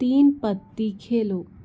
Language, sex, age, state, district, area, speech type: Hindi, female, 60+, Madhya Pradesh, Bhopal, urban, read